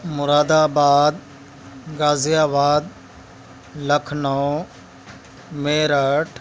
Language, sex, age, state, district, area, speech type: Urdu, male, 18-30, Delhi, Central Delhi, rural, spontaneous